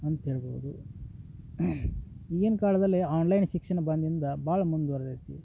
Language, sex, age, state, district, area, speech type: Kannada, male, 30-45, Karnataka, Dharwad, rural, spontaneous